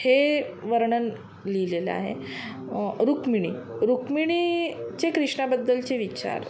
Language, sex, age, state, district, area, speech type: Marathi, female, 30-45, Maharashtra, Mumbai Suburban, urban, spontaneous